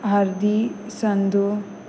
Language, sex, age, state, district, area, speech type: Goan Konkani, female, 18-30, Goa, Pernem, rural, spontaneous